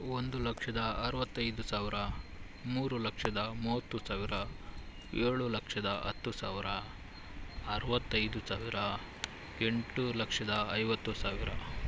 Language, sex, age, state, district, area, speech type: Kannada, male, 45-60, Karnataka, Bangalore Urban, rural, spontaneous